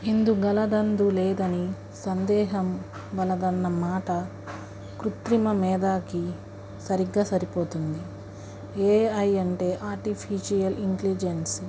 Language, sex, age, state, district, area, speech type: Telugu, female, 45-60, Andhra Pradesh, Guntur, urban, spontaneous